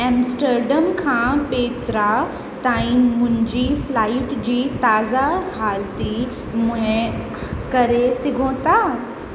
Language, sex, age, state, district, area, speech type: Sindhi, female, 18-30, Uttar Pradesh, Lucknow, urban, read